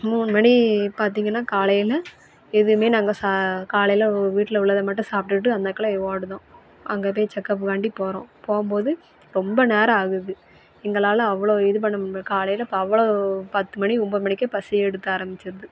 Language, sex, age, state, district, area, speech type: Tamil, female, 18-30, Tamil Nadu, Thoothukudi, urban, spontaneous